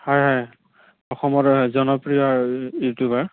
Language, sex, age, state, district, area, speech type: Assamese, male, 18-30, Assam, Barpeta, rural, conversation